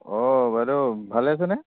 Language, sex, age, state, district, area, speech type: Assamese, male, 30-45, Assam, Charaideo, urban, conversation